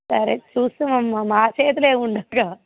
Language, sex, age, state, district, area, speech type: Telugu, female, 30-45, Telangana, Ranga Reddy, urban, conversation